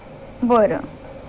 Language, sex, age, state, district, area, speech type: Marathi, female, 18-30, Maharashtra, Nanded, rural, spontaneous